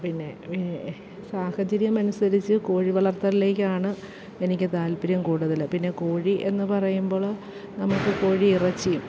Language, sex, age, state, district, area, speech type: Malayalam, female, 30-45, Kerala, Alappuzha, rural, spontaneous